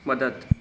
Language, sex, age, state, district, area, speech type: Sindhi, male, 18-30, Maharashtra, Thane, rural, read